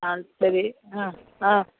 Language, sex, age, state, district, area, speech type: Tamil, female, 60+, Tamil Nadu, Thoothukudi, rural, conversation